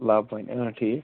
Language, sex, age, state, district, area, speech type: Kashmiri, male, 18-30, Jammu and Kashmir, Srinagar, urban, conversation